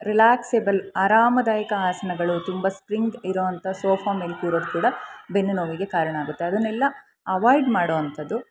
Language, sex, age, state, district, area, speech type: Kannada, female, 45-60, Karnataka, Chikkamagaluru, rural, spontaneous